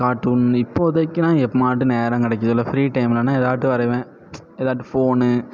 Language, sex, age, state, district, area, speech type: Tamil, male, 18-30, Tamil Nadu, Thoothukudi, rural, spontaneous